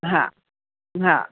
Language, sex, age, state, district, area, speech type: Sindhi, female, 45-60, Delhi, South Delhi, urban, conversation